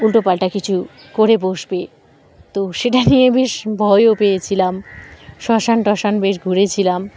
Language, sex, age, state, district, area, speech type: Bengali, female, 30-45, West Bengal, Dakshin Dinajpur, urban, spontaneous